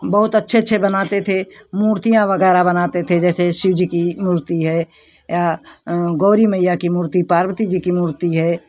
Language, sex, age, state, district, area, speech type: Hindi, female, 60+, Uttar Pradesh, Hardoi, rural, spontaneous